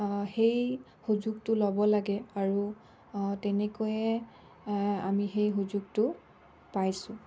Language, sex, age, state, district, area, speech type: Assamese, female, 18-30, Assam, Dibrugarh, rural, spontaneous